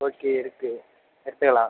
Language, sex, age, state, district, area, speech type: Tamil, male, 30-45, Tamil Nadu, Mayiladuthurai, urban, conversation